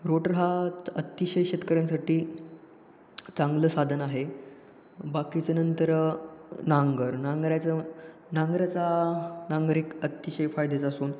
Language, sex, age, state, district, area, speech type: Marathi, male, 18-30, Maharashtra, Ratnagiri, urban, spontaneous